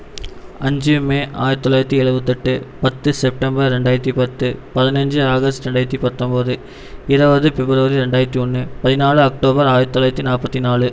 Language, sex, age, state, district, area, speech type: Tamil, male, 18-30, Tamil Nadu, Erode, rural, spontaneous